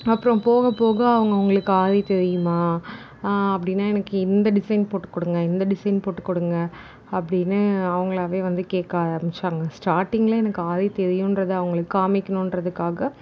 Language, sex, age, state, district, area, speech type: Tamil, female, 18-30, Tamil Nadu, Tiruvarur, rural, spontaneous